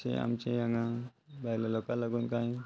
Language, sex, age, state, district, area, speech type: Goan Konkani, male, 30-45, Goa, Quepem, rural, spontaneous